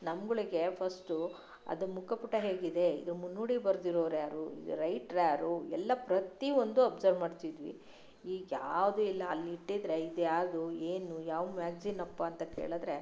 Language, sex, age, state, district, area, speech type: Kannada, female, 45-60, Karnataka, Chitradurga, rural, spontaneous